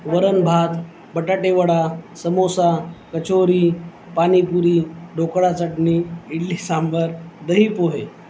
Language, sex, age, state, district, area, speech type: Marathi, male, 30-45, Maharashtra, Nanded, urban, spontaneous